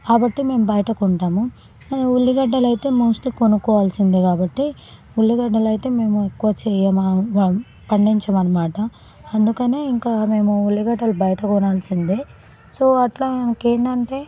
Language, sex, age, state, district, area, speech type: Telugu, female, 18-30, Telangana, Sangareddy, rural, spontaneous